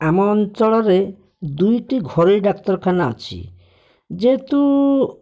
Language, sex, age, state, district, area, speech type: Odia, male, 45-60, Odisha, Bhadrak, rural, spontaneous